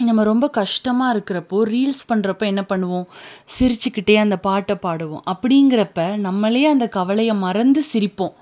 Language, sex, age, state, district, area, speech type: Tamil, female, 18-30, Tamil Nadu, Tiruppur, urban, spontaneous